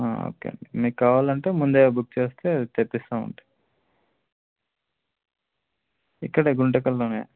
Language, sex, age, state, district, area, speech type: Telugu, male, 18-30, Andhra Pradesh, Anantapur, urban, conversation